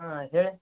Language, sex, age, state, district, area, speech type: Kannada, male, 30-45, Karnataka, Gadag, rural, conversation